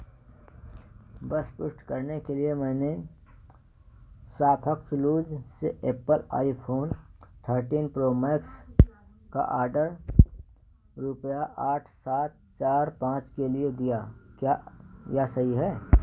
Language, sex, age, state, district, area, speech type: Hindi, male, 60+, Uttar Pradesh, Ayodhya, urban, read